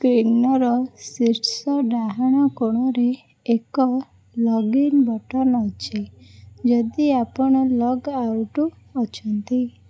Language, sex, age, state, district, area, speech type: Odia, female, 45-60, Odisha, Puri, urban, read